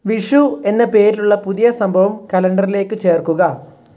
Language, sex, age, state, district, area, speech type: Malayalam, male, 18-30, Kerala, Wayanad, rural, read